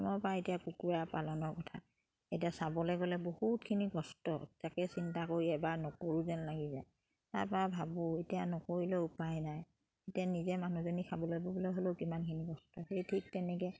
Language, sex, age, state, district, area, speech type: Assamese, female, 30-45, Assam, Charaideo, rural, spontaneous